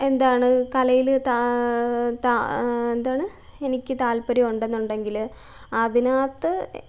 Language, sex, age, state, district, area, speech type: Malayalam, female, 18-30, Kerala, Alappuzha, rural, spontaneous